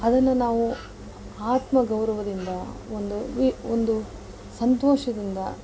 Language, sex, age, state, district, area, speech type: Kannada, female, 45-60, Karnataka, Mysore, urban, spontaneous